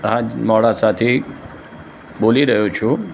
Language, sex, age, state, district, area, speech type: Gujarati, male, 60+, Gujarat, Aravalli, urban, spontaneous